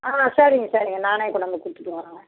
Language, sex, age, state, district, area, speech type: Tamil, female, 60+, Tamil Nadu, Kallakurichi, urban, conversation